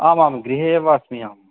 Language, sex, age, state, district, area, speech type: Sanskrit, male, 18-30, West Bengal, Purba Bardhaman, rural, conversation